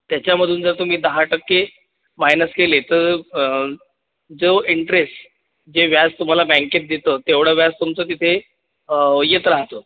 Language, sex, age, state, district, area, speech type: Marathi, male, 30-45, Maharashtra, Buldhana, urban, conversation